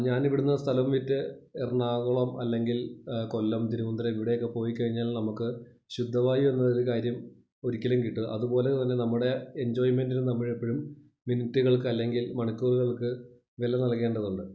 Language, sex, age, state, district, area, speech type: Malayalam, male, 30-45, Kerala, Idukki, rural, spontaneous